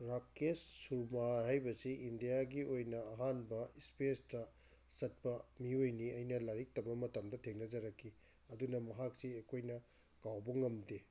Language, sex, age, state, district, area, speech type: Manipuri, male, 45-60, Manipur, Kakching, rural, spontaneous